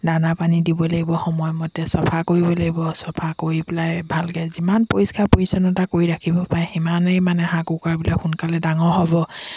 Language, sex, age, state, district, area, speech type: Assamese, female, 45-60, Assam, Dibrugarh, rural, spontaneous